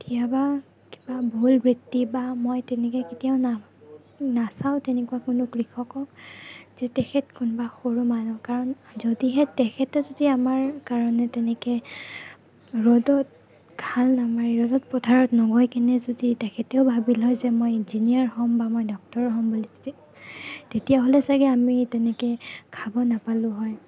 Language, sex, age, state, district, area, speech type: Assamese, female, 18-30, Assam, Kamrup Metropolitan, urban, spontaneous